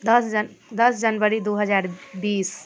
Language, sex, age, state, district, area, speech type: Maithili, female, 18-30, Bihar, Darbhanga, rural, spontaneous